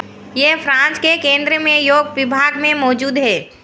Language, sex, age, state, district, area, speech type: Hindi, female, 60+, Madhya Pradesh, Harda, urban, read